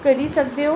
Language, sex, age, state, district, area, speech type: Dogri, female, 45-60, Jammu and Kashmir, Jammu, urban, read